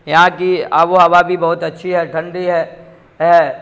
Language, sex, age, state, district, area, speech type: Urdu, male, 45-60, Bihar, Supaul, rural, spontaneous